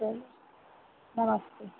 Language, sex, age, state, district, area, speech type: Hindi, female, 30-45, Uttar Pradesh, Mau, rural, conversation